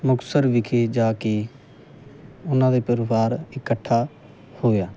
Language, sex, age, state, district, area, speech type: Punjabi, male, 18-30, Punjab, Muktsar, rural, spontaneous